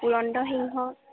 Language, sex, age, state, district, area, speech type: Assamese, female, 18-30, Assam, Sivasagar, urban, conversation